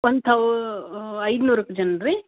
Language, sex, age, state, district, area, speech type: Kannada, female, 30-45, Karnataka, Gulbarga, urban, conversation